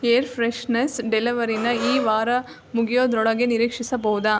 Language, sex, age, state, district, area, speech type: Kannada, female, 18-30, Karnataka, Davanagere, rural, read